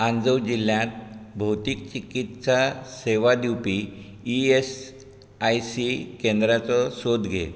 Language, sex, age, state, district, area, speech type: Goan Konkani, male, 60+, Goa, Bardez, rural, read